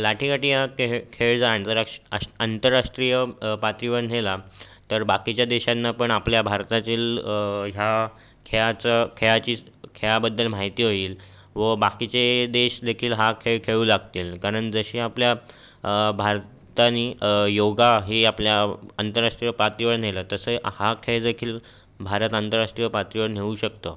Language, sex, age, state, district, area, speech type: Marathi, male, 18-30, Maharashtra, Raigad, urban, spontaneous